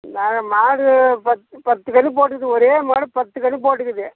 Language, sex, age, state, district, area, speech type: Tamil, male, 60+, Tamil Nadu, Tiruvannamalai, rural, conversation